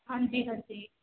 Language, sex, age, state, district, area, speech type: Punjabi, female, 18-30, Punjab, Hoshiarpur, rural, conversation